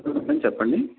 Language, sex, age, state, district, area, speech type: Telugu, male, 30-45, Andhra Pradesh, Konaseema, urban, conversation